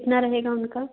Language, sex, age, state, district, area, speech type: Hindi, female, 60+, Madhya Pradesh, Bhopal, urban, conversation